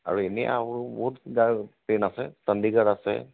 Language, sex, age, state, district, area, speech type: Assamese, male, 60+, Assam, Tinsukia, rural, conversation